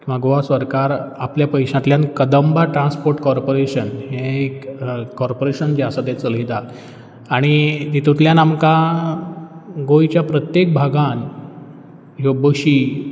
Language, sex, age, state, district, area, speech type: Goan Konkani, male, 30-45, Goa, Ponda, rural, spontaneous